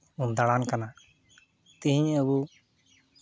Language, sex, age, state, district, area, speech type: Santali, male, 30-45, West Bengal, Uttar Dinajpur, rural, spontaneous